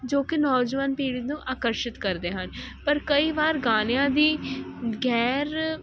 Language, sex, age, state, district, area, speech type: Punjabi, female, 18-30, Punjab, Kapurthala, urban, spontaneous